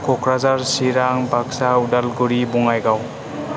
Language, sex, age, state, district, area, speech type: Bodo, male, 18-30, Assam, Chirang, rural, spontaneous